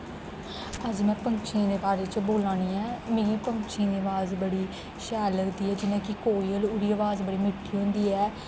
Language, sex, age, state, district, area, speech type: Dogri, female, 18-30, Jammu and Kashmir, Kathua, rural, spontaneous